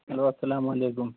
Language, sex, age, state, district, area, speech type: Urdu, male, 30-45, Bihar, Supaul, urban, conversation